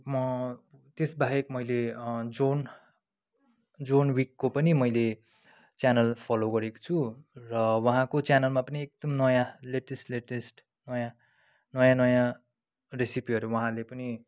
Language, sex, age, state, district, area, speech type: Nepali, male, 30-45, West Bengal, Kalimpong, rural, spontaneous